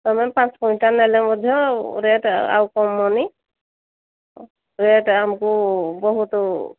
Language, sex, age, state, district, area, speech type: Odia, female, 60+, Odisha, Angul, rural, conversation